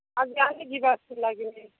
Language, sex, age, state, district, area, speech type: Odia, female, 18-30, Odisha, Kalahandi, rural, conversation